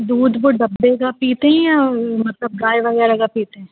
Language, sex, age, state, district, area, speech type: Urdu, female, 30-45, Uttar Pradesh, Rampur, urban, conversation